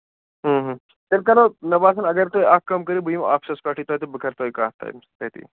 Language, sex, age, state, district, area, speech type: Kashmiri, male, 18-30, Jammu and Kashmir, Srinagar, urban, conversation